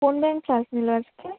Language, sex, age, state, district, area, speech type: Bengali, female, 18-30, West Bengal, Howrah, urban, conversation